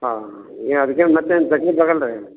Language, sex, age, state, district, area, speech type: Kannada, male, 60+, Karnataka, Gulbarga, urban, conversation